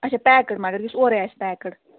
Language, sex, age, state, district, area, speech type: Kashmiri, female, 18-30, Jammu and Kashmir, Bandipora, rural, conversation